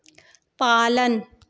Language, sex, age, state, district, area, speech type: Hindi, female, 30-45, Madhya Pradesh, Katni, urban, read